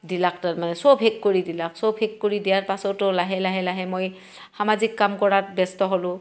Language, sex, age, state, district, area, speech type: Assamese, female, 45-60, Assam, Barpeta, rural, spontaneous